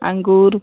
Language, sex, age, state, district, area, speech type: Hindi, female, 60+, Uttar Pradesh, Ghazipur, urban, conversation